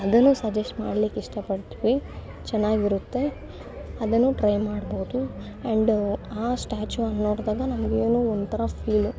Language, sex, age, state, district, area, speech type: Kannada, female, 18-30, Karnataka, Bangalore Urban, rural, spontaneous